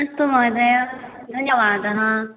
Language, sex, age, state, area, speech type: Sanskrit, female, 18-30, Assam, rural, conversation